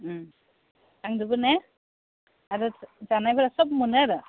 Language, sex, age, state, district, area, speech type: Bodo, female, 18-30, Assam, Udalguri, urban, conversation